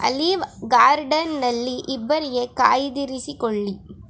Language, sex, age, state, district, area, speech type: Kannada, female, 18-30, Karnataka, Chamarajanagar, rural, read